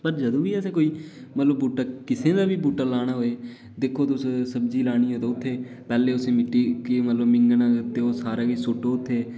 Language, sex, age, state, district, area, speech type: Dogri, male, 18-30, Jammu and Kashmir, Udhampur, rural, spontaneous